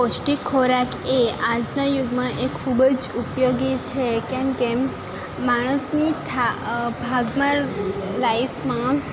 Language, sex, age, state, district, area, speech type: Gujarati, female, 18-30, Gujarat, Valsad, rural, spontaneous